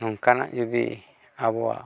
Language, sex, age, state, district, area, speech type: Santali, male, 45-60, Jharkhand, East Singhbhum, rural, spontaneous